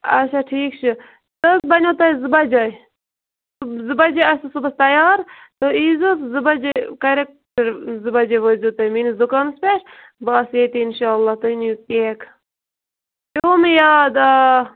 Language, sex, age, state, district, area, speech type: Kashmiri, female, 30-45, Jammu and Kashmir, Bandipora, rural, conversation